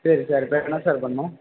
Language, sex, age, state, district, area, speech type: Tamil, male, 18-30, Tamil Nadu, Tiruvarur, rural, conversation